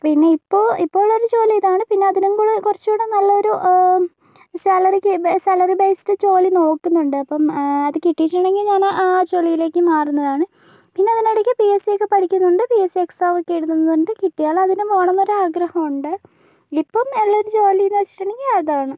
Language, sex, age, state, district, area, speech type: Malayalam, female, 45-60, Kerala, Kozhikode, urban, spontaneous